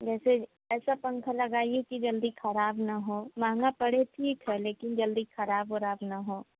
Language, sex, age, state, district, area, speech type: Hindi, female, 30-45, Uttar Pradesh, Pratapgarh, rural, conversation